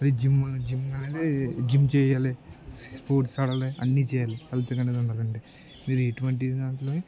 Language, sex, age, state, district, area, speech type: Telugu, male, 18-30, Andhra Pradesh, Anakapalli, rural, spontaneous